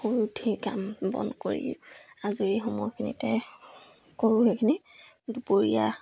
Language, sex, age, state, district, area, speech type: Assamese, female, 18-30, Assam, Sivasagar, rural, spontaneous